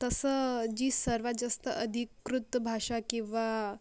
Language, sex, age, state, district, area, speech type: Marathi, female, 18-30, Maharashtra, Akola, rural, spontaneous